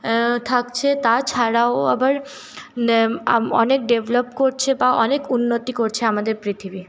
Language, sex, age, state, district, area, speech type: Bengali, female, 30-45, West Bengal, Paschim Bardhaman, urban, spontaneous